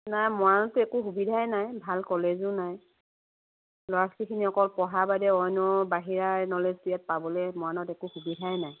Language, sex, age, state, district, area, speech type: Assamese, female, 60+, Assam, Charaideo, urban, conversation